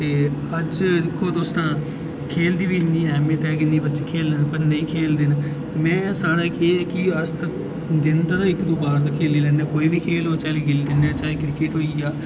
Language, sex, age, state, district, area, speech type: Dogri, male, 18-30, Jammu and Kashmir, Udhampur, urban, spontaneous